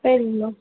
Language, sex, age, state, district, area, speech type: Tamil, female, 18-30, Tamil Nadu, Nilgiris, rural, conversation